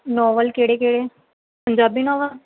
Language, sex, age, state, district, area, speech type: Punjabi, female, 18-30, Punjab, Firozpur, rural, conversation